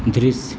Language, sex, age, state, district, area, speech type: Hindi, male, 18-30, Uttar Pradesh, Azamgarh, rural, read